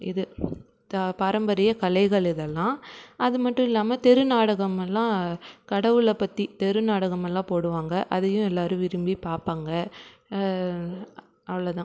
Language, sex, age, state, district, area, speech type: Tamil, female, 18-30, Tamil Nadu, Krishnagiri, rural, spontaneous